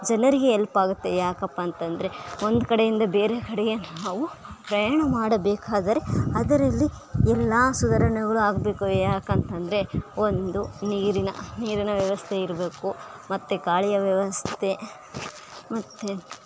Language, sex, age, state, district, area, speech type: Kannada, female, 18-30, Karnataka, Bellary, rural, spontaneous